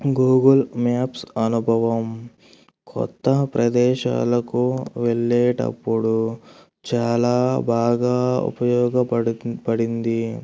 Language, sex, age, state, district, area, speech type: Telugu, male, 18-30, Andhra Pradesh, Kurnool, urban, spontaneous